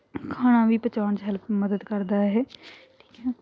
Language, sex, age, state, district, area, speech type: Punjabi, female, 18-30, Punjab, Hoshiarpur, urban, spontaneous